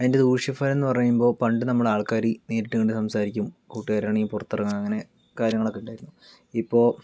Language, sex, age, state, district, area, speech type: Malayalam, male, 45-60, Kerala, Palakkad, rural, spontaneous